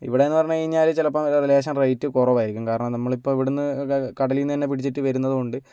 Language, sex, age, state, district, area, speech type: Malayalam, male, 30-45, Kerala, Kozhikode, urban, spontaneous